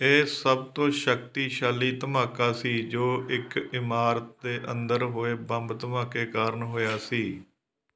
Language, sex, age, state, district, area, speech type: Punjabi, male, 45-60, Punjab, Fatehgarh Sahib, rural, read